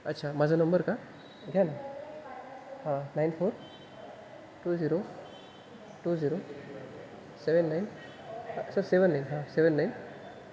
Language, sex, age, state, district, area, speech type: Marathi, male, 18-30, Maharashtra, Wardha, urban, spontaneous